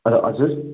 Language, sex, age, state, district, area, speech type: Nepali, male, 18-30, West Bengal, Darjeeling, rural, conversation